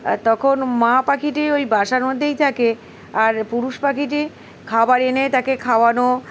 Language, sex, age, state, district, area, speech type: Bengali, female, 45-60, West Bengal, Uttar Dinajpur, urban, spontaneous